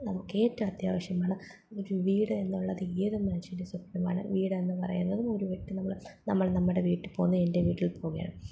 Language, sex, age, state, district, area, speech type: Malayalam, female, 18-30, Kerala, Palakkad, rural, spontaneous